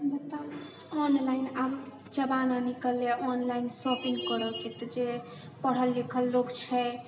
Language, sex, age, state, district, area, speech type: Maithili, female, 18-30, Bihar, Sitamarhi, urban, spontaneous